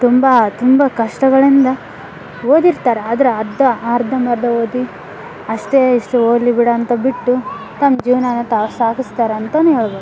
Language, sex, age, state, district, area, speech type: Kannada, female, 18-30, Karnataka, Koppal, rural, spontaneous